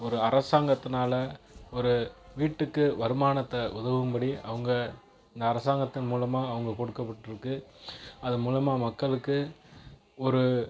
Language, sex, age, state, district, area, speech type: Tamil, male, 30-45, Tamil Nadu, Tiruchirappalli, rural, spontaneous